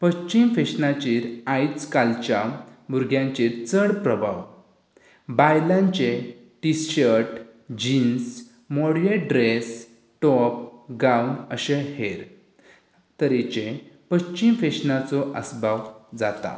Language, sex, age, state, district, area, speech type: Goan Konkani, male, 18-30, Goa, Canacona, rural, spontaneous